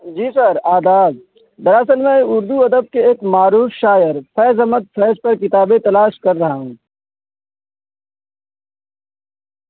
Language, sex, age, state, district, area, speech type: Urdu, male, 18-30, Delhi, New Delhi, rural, conversation